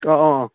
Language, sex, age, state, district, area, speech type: Manipuri, male, 45-60, Manipur, Churachandpur, rural, conversation